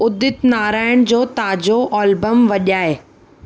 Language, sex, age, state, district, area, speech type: Sindhi, female, 18-30, Maharashtra, Thane, urban, read